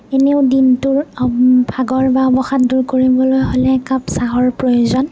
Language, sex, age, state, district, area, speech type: Assamese, female, 30-45, Assam, Nagaon, rural, spontaneous